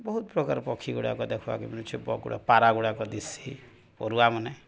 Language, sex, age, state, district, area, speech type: Odia, male, 30-45, Odisha, Nuapada, urban, spontaneous